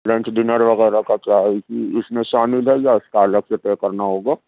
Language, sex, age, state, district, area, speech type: Urdu, male, 60+, Uttar Pradesh, Lucknow, urban, conversation